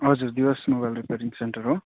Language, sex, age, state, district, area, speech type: Nepali, male, 30-45, West Bengal, Jalpaiguri, urban, conversation